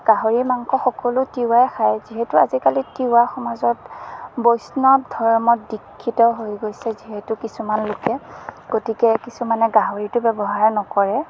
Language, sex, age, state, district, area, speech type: Assamese, female, 30-45, Assam, Morigaon, rural, spontaneous